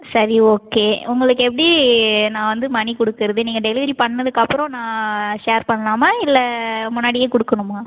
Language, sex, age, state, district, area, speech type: Tamil, female, 18-30, Tamil Nadu, Cuddalore, rural, conversation